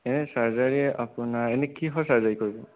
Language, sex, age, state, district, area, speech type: Assamese, male, 30-45, Assam, Sonitpur, urban, conversation